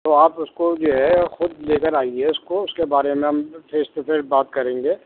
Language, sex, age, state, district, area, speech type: Urdu, male, 45-60, Delhi, Central Delhi, urban, conversation